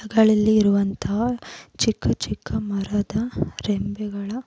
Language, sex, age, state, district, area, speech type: Kannada, female, 30-45, Karnataka, Tumkur, rural, spontaneous